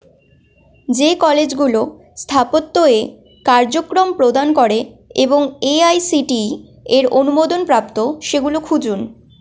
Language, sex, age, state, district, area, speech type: Bengali, female, 18-30, West Bengal, Malda, rural, read